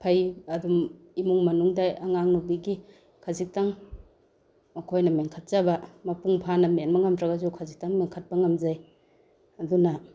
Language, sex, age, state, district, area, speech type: Manipuri, female, 45-60, Manipur, Bishnupur, rural, spontaneous